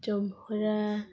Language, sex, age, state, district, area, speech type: Odia, female, 18-30, Odisha, Nuapada, urban, spontaneous